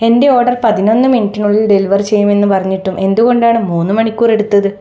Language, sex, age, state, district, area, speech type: Malayalam, female, 18-30, Kerala, Kannur, rural, read